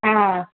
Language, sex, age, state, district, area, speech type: Tamil, female, 45-60, Tamil Nadu, Kallakurichi, rural, conversation